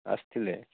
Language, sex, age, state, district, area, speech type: Odia, male, 30-45, Odisha, Nabarangpur, urban, conversation